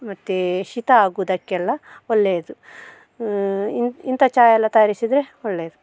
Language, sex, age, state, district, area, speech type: Kannada, female, 30-45, Karnataka, Dakshina Kannada, rural, spontaneous